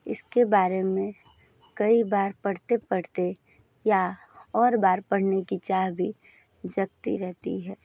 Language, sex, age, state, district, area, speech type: Hindi, female, 30-45, Uttar Pradesh, Sonbhadra, rural, spontaneous